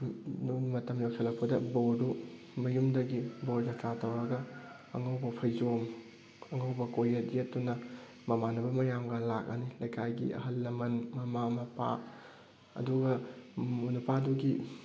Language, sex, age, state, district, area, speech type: Manipuri, male, 18-30, Manipur, Thoubal, rural, spontaneous